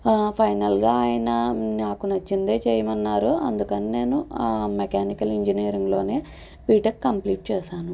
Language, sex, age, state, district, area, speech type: Telugu, female, 30-45, Andhra Pradesh, N T Rama Rao, urban, spontaneous